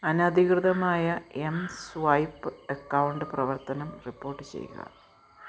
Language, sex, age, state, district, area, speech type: Malayalam, female, 60+, Kerala, Kottayam, rural, read